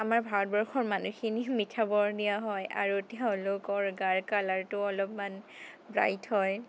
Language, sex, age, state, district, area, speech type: Assamese, female, 30-45, Assam, Sonitpur, rural, spontaneous